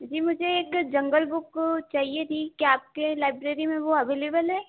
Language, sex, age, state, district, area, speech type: Hindi, female, 18-30, Madhya Pradesh, Chhindwara, urban, conversation